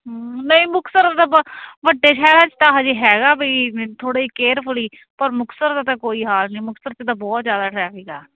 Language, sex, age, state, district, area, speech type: Punjabi, female, 30-45, Punjab, Muktsar, urban, conversation